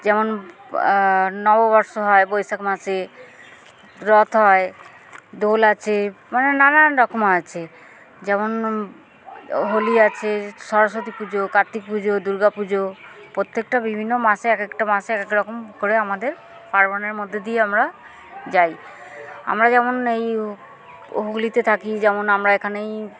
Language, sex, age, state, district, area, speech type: Bengali, female, 45-60, West Bengal, Hooghly, urban, spontaneous